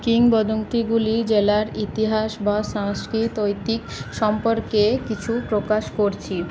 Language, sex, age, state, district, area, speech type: Bengali, female, 18-30, West Bengal, Paschim Bardhaman, urban, spontaneous